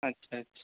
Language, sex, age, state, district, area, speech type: Urdu, male, 18-30, Uttar Pradesh, Siddharthnagar, rural, conversation